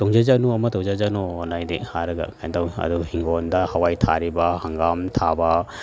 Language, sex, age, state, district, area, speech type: Manipuri, male, 45-60, Manipur, Kakching, rural, spontaneous